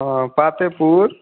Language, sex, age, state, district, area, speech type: Hindi, male, 18-30, Bihar, Vaishali, urban, conversation